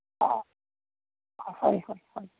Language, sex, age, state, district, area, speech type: Assamese, female, 60+, Assam, Morigaon, rural, conversation